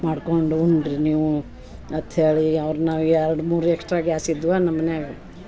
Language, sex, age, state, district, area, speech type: Kannada, female, 60+, Karnataka, Dharwad, rural, spontaneous